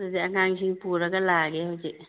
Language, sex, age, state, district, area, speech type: Manipuri, female, 45-60, Manipur, Imphal East, rural, conversation